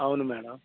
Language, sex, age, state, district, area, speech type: Telugu, male, 45-60, Andhra Pradesh, Bapatla, rural, conversation